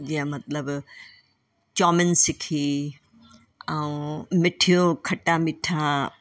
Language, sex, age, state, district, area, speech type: Sindhi, female, 60+, Delhi, South Delhi, urban, spontaneous